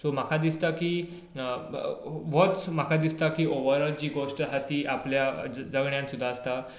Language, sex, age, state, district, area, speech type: Goan Konkani, male, 18-30, Goa, Tiswadi, rural, spontaneous